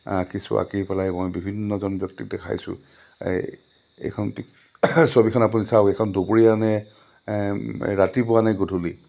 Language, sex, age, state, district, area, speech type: Assamese, male, 45-60, Assam, Lakhimpur, urban, spontaneous